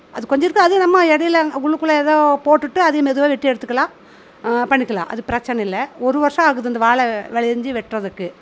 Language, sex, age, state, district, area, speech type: Tamil, female, 45-60, Tamil Nadu, Coimbatore, rural, spontaneous